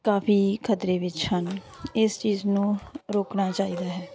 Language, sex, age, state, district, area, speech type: Punjabi, female, 30-45, Punjab, Tarn Taran, rural, spontaneous